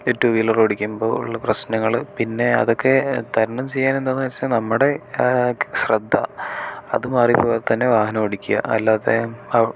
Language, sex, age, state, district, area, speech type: Malayalam, male, 18-30, Kerala, Thrissur, rural, spontaneous